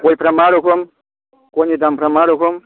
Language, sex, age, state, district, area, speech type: Bodo, male, 60+, Assam, Chirang, rural, conversation